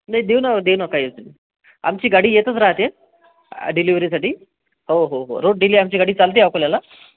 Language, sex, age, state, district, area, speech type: Marathi, male, 30-45, Maharashtra, Akola, urban, conversation